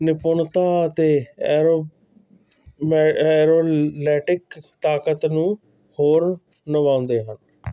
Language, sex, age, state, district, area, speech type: Punjabi, male, 45-60, Punjab, Hoshiarpur, urban, spontaneous